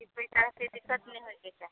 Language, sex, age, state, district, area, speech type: Maithili, female, 45-60, Bihar, Muzaffarpur, rural, conversation